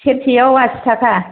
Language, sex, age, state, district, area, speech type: Bodo, female, 30-45, Assam, Kokrajhar, rural, conversation